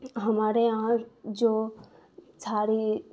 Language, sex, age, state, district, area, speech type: Urdu, female, 30-45, Bihar, Darbhanga, rural, spontaneous